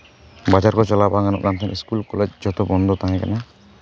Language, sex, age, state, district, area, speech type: Santali, male, 18-30, West Bengal, Jhargram, rural, spontaneous